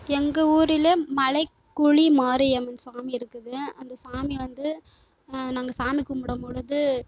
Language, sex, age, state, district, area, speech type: Tamil, female, 18-30, Tamil Nadu, Kallakurichi, rural, spontaneous